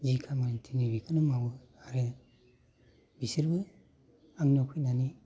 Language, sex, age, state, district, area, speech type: Bodo, male, 45-60, Assam, Baksa, rural, spontaneous